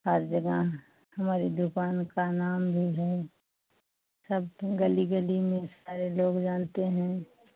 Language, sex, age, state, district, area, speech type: Hindi, female, 45-60, Uttar Pradesh, Pratapgarh, rural, conversation